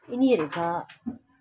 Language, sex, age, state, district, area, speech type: Nepali, female, 45-60, West Bengal, Kalimpong, rural, spontaneous